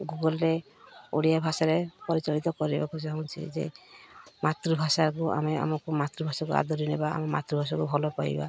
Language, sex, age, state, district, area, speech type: Odia, female, 45-60, Odisha, Malkangiri, urban, spontaneous